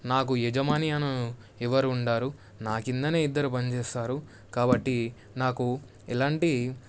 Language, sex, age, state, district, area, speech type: Telugu, male, 18-30, Telangana, Medak, rural, spontaneous